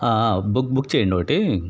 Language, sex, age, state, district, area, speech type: Telugu, male, 60+, Andhra Pradesh, Palnadu, urban, spontaneous